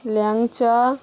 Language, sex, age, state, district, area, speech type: Bengali, female, 18-30, West Bengal, Dakshin Dinajpur, urban, spontaneous